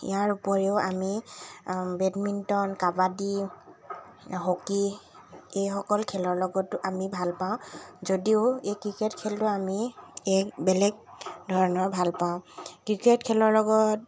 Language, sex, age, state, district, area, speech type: Assamese, female, 18-30, Assam, Dibrugarh, urban, spontaneous